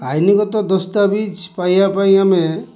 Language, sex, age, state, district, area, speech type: Odia, male, 45-60, Odisha, Kendujhar, urban, spontaneous